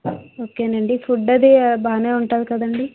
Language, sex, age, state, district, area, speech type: Telugu, female, 30-45, Andhra Pradesh, Vizianagaram, rural, conversation